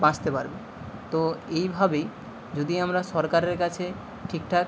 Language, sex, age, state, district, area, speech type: Bengali, male, 18-30, West Bengal, Nadia, rural, spontaneous